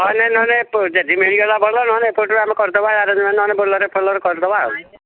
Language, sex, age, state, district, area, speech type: Odia, male, 45-60, Odisha, Angul, rural, conversation